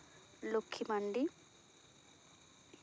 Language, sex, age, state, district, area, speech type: Santali, female, 18-30, West Bengal, Purba Bardhaman, rural, spontaneous